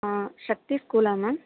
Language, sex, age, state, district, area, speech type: Tamil, female, 30-45, Tamil Nadu, Tiruvarur, rural, conversation